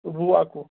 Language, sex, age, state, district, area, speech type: Kashmiri, male, 18-30, Jammu and Kashmir, Budgam, rural, conversation